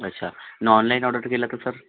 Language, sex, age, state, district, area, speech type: Marathi, other, 45-60, Maharashtra, Nagpur, rural, conversation